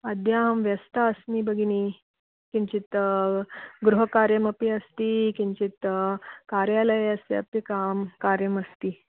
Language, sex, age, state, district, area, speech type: Sanskrit, female, 45-60, Karnataka, Belgaum, urban, conversation